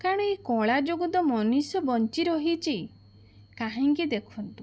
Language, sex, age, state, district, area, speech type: Odia, female, 30-45, Odisha, Bhadrak, rural, spontaneous